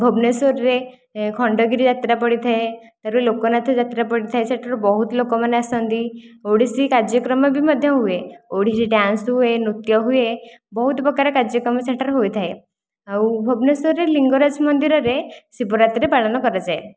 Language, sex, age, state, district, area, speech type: Odia, female, 18-30, Odisha, Khordha, rural, spontaneous